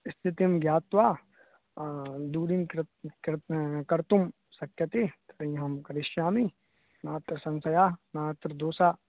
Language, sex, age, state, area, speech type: Sanskrit, male, 18-30, Uttar Pradesh, urban, conversation